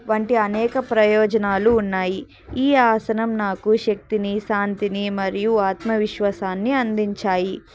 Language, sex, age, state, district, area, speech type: Telugu, female, 18-30, Andhra Pradesh, Annamaya, rural, spontaneous